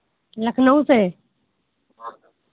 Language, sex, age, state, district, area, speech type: Hindi, female, 60+, Uttar Pradesh, Lucknow, rural, conversation